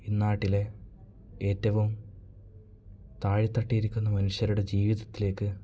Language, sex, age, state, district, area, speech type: Malayalam, male, 18-30, Kerala, Kasaragod, rural, spontaneous